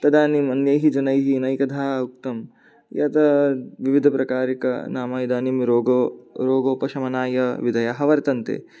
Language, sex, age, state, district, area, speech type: Sanskrit, male, 18-30, Maharashtra, Mumbai City, urban, spontaneous